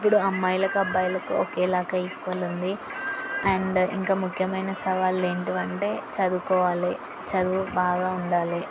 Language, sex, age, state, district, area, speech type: Telugu, female, 18-30, Telangana, Yadadri Bhuvanagiri, urban, spontaneous